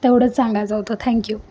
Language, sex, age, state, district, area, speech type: Marathi, female, 18-30, Maharashtra, Sangli, urban, spontaneous